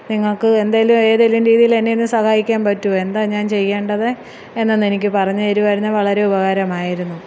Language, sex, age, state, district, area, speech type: Malayalam, female, 45-60, Kerala, Alappuzha, rural, spontaneous